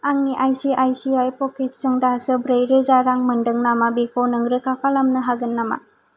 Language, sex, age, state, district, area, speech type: Bodo, female, 18-30, Assam, Kokrajhar, rural, read